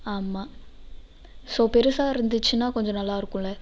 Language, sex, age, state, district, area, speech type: Tamil, female, 18-30, Tamil Nadu, Namakkal, rural, spontaneous